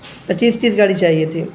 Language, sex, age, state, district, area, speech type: Urdu, male, 18-30, Bihar, Purnia, rural, spontaneous